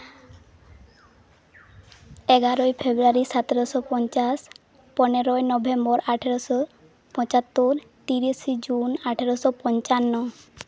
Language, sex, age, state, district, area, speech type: Santali, female, 18-30, West Bengal, Jhargram, rural, spontaneous